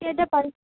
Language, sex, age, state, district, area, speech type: Tamil, female, 18-30, Tamil Nadu, Mayiladuthurai, rural, conversation